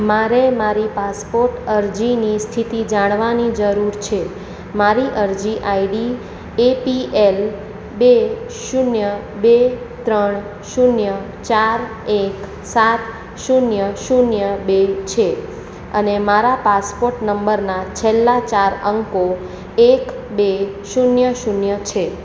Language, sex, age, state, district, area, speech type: Gujarati, female, 45-60, Gujarat, Surat, urban, read